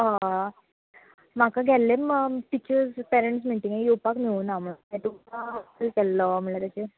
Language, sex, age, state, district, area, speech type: Goan Konkani, female, 18-30, Goa, Canacona, rural, conversation